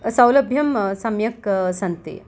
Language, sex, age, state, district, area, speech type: Sanskrit, female, 45-60, Telangana, Hyderabad, urban, spontaneous